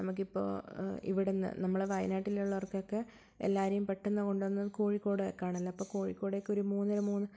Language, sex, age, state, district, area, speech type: Malayalam, female, 30-45, Kerala, Wayanad, rural, spontaneous